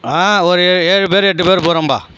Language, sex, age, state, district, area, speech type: Tamil, male, 45-60, Tamil Nadu, Viluppuram, rural, spontaneous